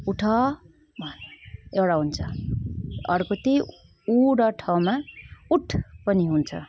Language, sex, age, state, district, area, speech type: Nepali, female, 18-30, West Bengal, Kalimpong, rural, spontaneous